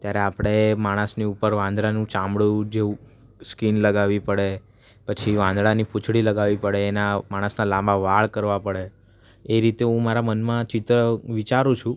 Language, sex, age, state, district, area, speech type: Gujarati, male, 18-30, Gujarat, Surat, urban, spontaneous